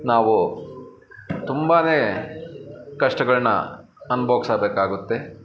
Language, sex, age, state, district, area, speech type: Kannada, male, 30-45, Karnataka, Bangalore Urban, urban, spontaneous